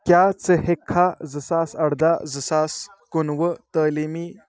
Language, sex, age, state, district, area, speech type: Kashmiri, male, 18-30, Jammu and Kashmir, Kulgam, urban, read